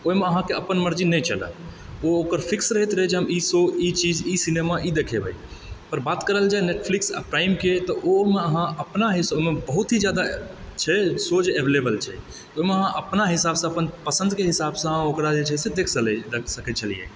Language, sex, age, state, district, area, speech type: Maithili, male, 18-30, Bihar, Supaul, urban, spontaneous